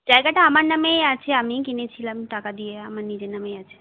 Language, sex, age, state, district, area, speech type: Bengali, female, 30-45, West Bengal, Jhargram, rural, conversation